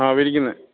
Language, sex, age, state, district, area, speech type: Malayalam, male, 45-60, Kerala, Kottayam, rural, conversation